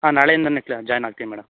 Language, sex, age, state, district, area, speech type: Kannada, male, 18-30, Karnataka, Tumkur, rural, conversation